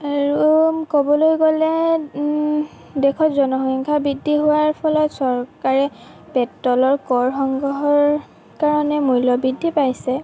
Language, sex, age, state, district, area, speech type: Assamese, female, 18-30, Assam, Lakhimpur, rural, spontaneous